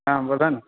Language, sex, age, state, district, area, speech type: Maithili, male, 18-30, Bihar, Purnia, rural, conversation